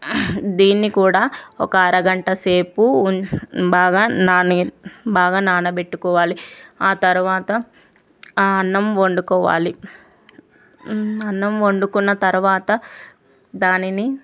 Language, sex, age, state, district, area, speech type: Telugu, female, 18-30, Telangana, Vikarabad, urban, spontaneous